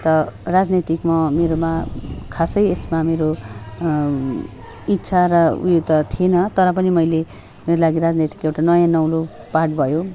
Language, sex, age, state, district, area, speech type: Nepali, female, 45-60, West Bengal, Darjeeling, rural, spontaneous